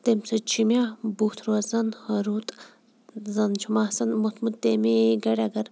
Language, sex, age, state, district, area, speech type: Kashmiri, female, 30-45, Jammu and Kashmir, Shopian, urban, spontaneous